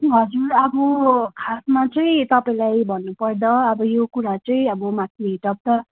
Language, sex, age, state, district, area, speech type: Nepali, female, 18-30, West Bengal, Darjeeling, rural, conversation